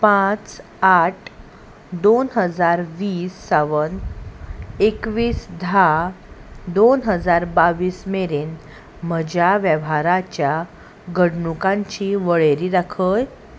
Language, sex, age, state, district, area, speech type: Goan Konkani, female, 30-45, Goa, Salcete, urban, read